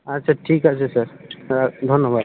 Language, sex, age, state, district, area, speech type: Bengali, male, 45-60, West Bengal, South 24 Parganas, rural, conversation